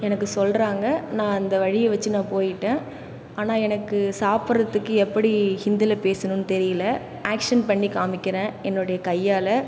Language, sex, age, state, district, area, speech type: Tamil, female, 18-30, Tamil Nadu, Cuddalore, rural, spontaneous